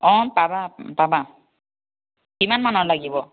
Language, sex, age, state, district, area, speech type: Assamese, female, 30-45, Assam, Biswanath, rural, conversation